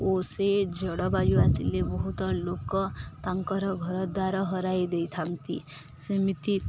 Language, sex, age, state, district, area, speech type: Odia, female, 18-30, Odisha, Balangir, urban, spontaneous